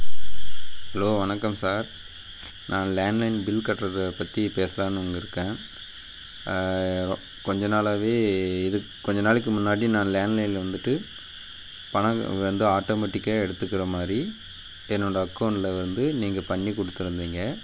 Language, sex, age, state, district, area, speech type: Tamil, male, 18-30, Tamil Nadu, Dharmapuri, rural, spontaneous